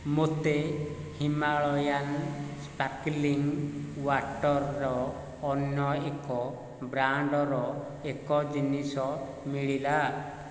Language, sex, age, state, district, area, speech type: Odia, male, 45-60, Odisha, Nayagarh, rural, read